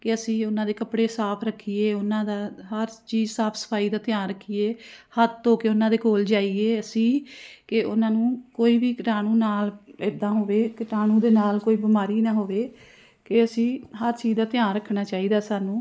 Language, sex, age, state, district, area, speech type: Punjabi, female, 45-60, Punjab, Jalandhar, urban, spontaneous